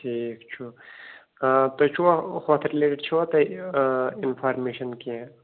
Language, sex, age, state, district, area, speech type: Kashmiri, male, 30-45, Jammu and Kashmir, Baramulla, rural, conversation